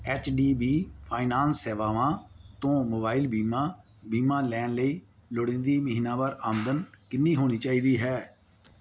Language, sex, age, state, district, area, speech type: Punjabi, male, 60+, Punjab, Pathankot, rural, read